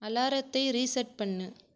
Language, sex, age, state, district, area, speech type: Tamil, female, 18-30, Tamil Nadu, Krishnagiri, rural, read